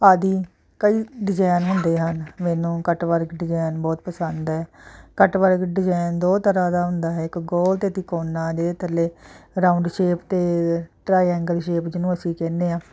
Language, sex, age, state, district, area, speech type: Punjabi, female, 45-60, Punjab, Jalandhar, urban, spontaneous